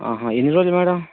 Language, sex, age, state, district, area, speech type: Telugu, male, 18-30, Andhra Pradesh, Vizianagaram, urban, conversation